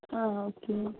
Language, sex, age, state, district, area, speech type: Malayalam, female, 30-45, Kerala, Kozhikode, urban, conversation